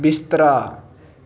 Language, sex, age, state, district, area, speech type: Dogri, male, 18-30, Jammu and Kashmir, Kathua, rural, read